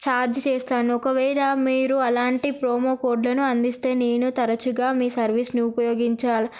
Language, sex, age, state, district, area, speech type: Telugu, female, 18-30, Telangana, Narayanpet, urban, spontaneous